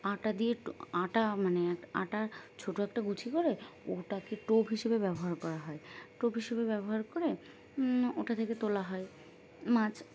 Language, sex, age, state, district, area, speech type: Bengali, female, 18-30, West Bengal, Birbhum, urban, spontaneous